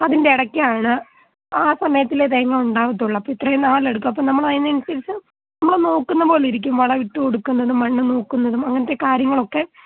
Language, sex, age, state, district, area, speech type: Malayalam, female, 18-30, Kerala, Kottayam, rural, conversation